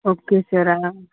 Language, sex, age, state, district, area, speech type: Telugu, female, 60+, Andhra Pradesh, Visakhapatnam, urban, conversation